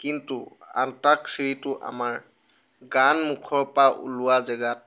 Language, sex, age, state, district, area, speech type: Assamese, male, 18-30, Assam, Tinsukia, rural, spontaneous